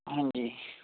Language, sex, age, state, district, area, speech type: Punjabi, male, 45-60, Punjab, Tarn Taran, rural, conversation